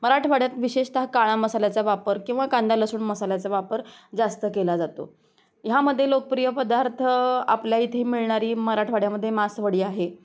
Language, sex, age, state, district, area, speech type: Marathi, female, 30-45, Maharashtra, Osmanabad, rural, spontaneous